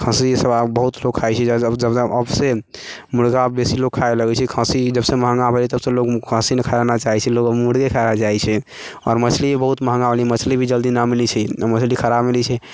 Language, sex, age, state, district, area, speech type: Maithili, male, 45-60, Bihar, Sitamarhi, urban, spontaneous